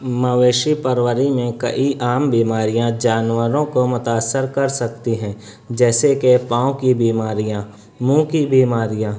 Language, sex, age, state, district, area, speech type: Urdu, male, 30-45, Maharashtra, Nashik, urban, spontaneous